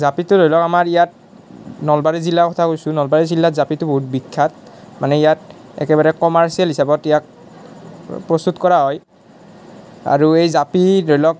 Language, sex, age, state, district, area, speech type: Assamese, male, 18-30, Assam, Nalbari, rural, spontaneous